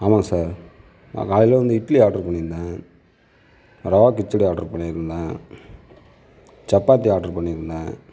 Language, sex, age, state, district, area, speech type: Tamil, male, 60+, Tamil Nadu, Sivaganga, urban, spontaneous